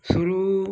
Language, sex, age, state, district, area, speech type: Hindi, male, 60+, Uttar Pradesh, Mau, rural, read